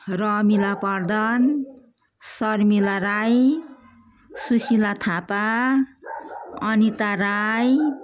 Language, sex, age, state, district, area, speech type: Nepali, female, 45-60, West Bengal, Jalpaiguri, urban, spontaneous